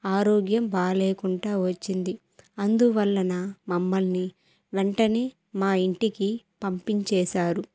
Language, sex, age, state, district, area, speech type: Telugu, female, 18-30, Andhra Pradesh, Kadapa, rural, spontaneous